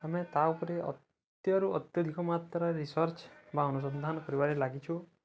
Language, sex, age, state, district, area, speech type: Odia, male, 18-30, Odisha, Balangir, urban, spontaneous